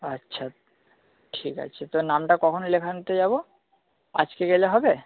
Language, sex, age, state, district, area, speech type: Bengali, male, 30-45, West Bengal, Purba Bardhaman, urban, conversation